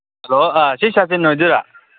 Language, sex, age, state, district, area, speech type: Manipuri, male, 18-30, Manipur, Kangpokpi, urban, conversation